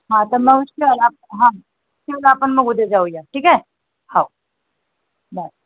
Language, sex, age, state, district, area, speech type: Marathi, female, 30-45, Maharashtra, Nagpur, urban, conversation